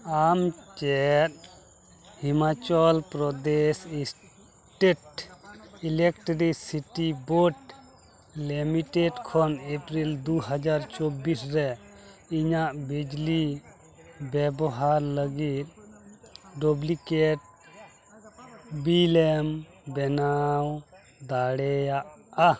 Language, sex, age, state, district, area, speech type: Santali, male, 30-45, West Bengal, Dakshin Dinajpur, rural, read